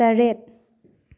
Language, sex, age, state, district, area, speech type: Manipuri, female, 18-30, Manipur, Thoubal, rural, read